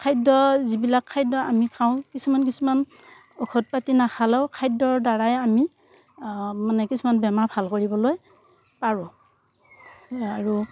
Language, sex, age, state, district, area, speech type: Assamese, female, 60+, Assam, Darrang, rural, spontaneous